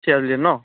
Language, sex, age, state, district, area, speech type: Assamese, male, 18-30, Assam, Lakhimpur, rural, conversation